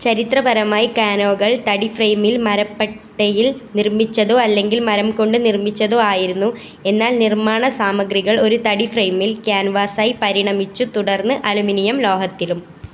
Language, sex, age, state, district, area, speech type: Malayalam, female, 18-30, Kerala, Kasaragod, rural, read